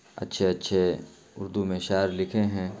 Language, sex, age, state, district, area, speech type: Urdu, male, 30-45, Bihar, Khagaria, rural, spontaneous